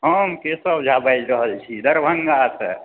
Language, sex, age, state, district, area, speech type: Maithili, male, 30-45, Bihar, Purnia, rural, conversation